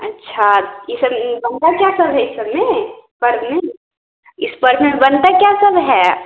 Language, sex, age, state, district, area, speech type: Hindi, female, 18-30, Bihar, Samastipur, rural, conversation